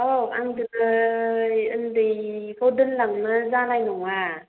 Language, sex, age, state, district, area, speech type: Bodo, female, 30-45, Assam, Kokrajhar, urban, conversation